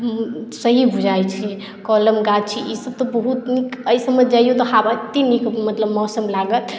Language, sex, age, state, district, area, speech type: Maithili, female, 18-30, Bihar, Madhubani, rural, spontaneous